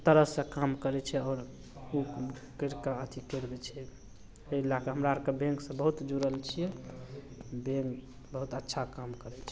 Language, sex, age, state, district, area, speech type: Maithili, male, 30-45, Bihar, Madhepura, rural, spontaneous